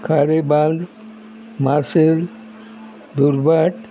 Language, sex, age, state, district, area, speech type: Goan Konkani, male, 60+, Goa, Murmgao, rural, spontaneous